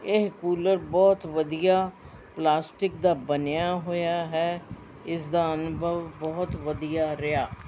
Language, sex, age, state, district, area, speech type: Punjabi, female, 60+, Punjab, Mohali, urban, spontaneous